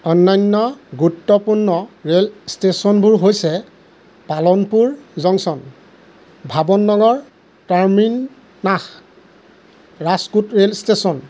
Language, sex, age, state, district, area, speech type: Assamese, male, 30-45, Assam, Golaghat, urban, read